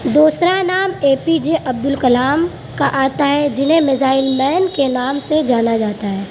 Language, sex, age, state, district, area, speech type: Urdu, female, 18-30, Uttar Pradesh, Mau, urban, spontaneous